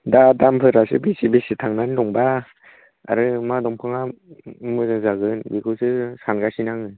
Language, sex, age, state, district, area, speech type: Bodo, male, 18-30, Assam, Baksa, rural, conversation